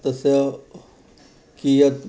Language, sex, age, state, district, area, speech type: Sanskrit, male, 60+, Maharashtra, Wardha, urban, spontaneous